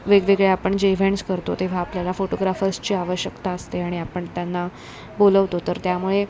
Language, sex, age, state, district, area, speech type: Marathi, female, 18-30, Maharashtra, Ratnagiri, urban, spontaneous